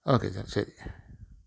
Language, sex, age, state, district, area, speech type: Malayalam, male, 45-60, Kerala, Thiruvananthapuram, urban, spontaneous